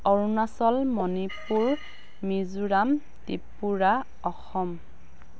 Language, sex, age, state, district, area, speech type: Assamese, female, 45-60, Assam, Dhemaji, urban, spontaneous